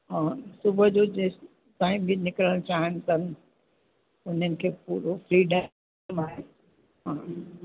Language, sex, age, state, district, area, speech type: Sindhi, female, 60+, Uttar Pradesh, Lucknow, urban, conversation